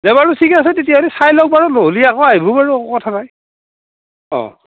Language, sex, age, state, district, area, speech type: Assamese, male, 60+, Assam, Darrang, rural, conversation